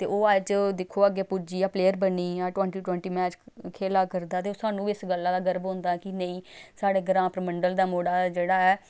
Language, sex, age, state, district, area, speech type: Dogri, female, 30-45, Jammu and Kashmir, Samba, rural, spontaneous